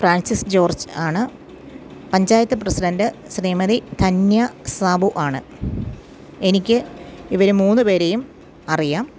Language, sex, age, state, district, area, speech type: Malayalam, female, 45-60, Kerala, Kottayam, rural, spontaneous